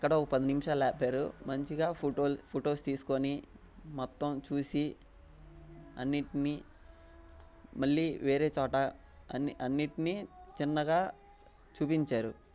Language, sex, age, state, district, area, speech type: Telugu, male, 18-30, Andhra Pradesh, Bapatla, rural, spontaneous